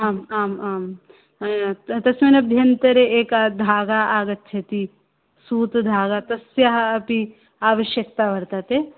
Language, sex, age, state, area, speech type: Sanskrit, female, 18-30, Uttar Pradesh, rural, conversation